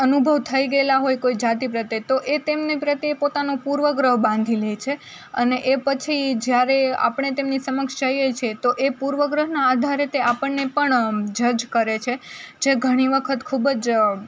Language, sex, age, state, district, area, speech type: Gujarati, female, 18-30, Gujarat, Rajkot, rural, spontaneous